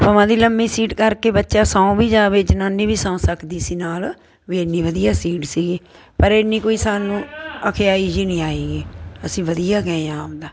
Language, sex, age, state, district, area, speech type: Punjabi, female, 60+, Punjab, Muktsar, urban, spontaneous